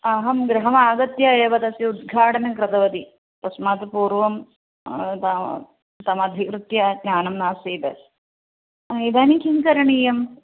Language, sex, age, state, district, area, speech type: Sanskrit, female, 45-60, Kerala, Thrissur, urban, conversation